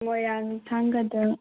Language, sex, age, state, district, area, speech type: Manipuri, female, 18-30, Manipur, Churachandpur, urban, conversation